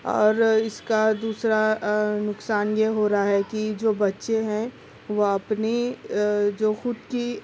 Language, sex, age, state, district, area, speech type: Urdu, female, 30-45, Maharashtra, Nashik, rural, spontaneous